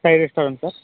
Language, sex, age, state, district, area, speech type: Marathi, male, 18-30, Maharashtra, Yavatmal, rural, conversation